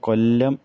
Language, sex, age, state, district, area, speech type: Malayalam, male, 30-45, Kerala, Pathanamthitta, rural, spontaneous